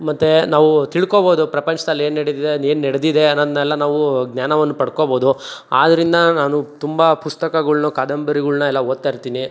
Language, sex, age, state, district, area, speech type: Kannada, male, 60+, Karnataka, Tumkur, rural, spontaneous